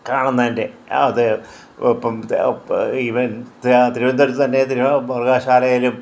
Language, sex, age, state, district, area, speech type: Malayalam, male, 60+, Kerala, Kottayam, rural, spontaneous